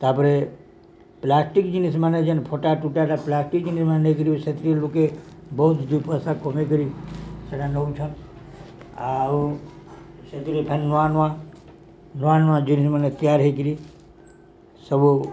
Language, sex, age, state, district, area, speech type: Odia, male, 60+, Odisha, Balangir, urban, spontaneous